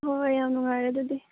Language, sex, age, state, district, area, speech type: Manipuri, female, 30-45, Manipur, Kangpokpi, urban, conversation